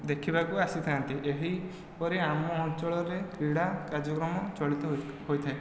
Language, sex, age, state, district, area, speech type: Odia, male, 18-30, Odisha, Khordha, rural, spontaneous